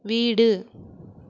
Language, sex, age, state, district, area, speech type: Tamil, female, 18-30, Tamil Nadu, Krishnagiri, rural, read